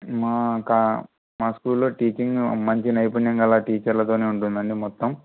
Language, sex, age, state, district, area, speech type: Telugu, male, 18-30, Andhra Pradesh, Anantapur, urban, conversation